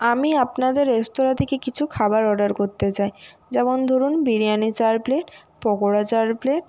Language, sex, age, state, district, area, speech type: Bengali, female, 30-45, West Bengal, Nadia, urban, spontaneous